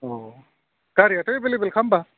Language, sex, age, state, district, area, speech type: Bodo, male, 30-45, Assam, Udalguri, urban, conversation